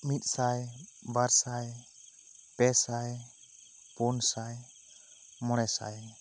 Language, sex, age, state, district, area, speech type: Santali, male, 30-45, West Bengal, Bankura, rural, spontaneous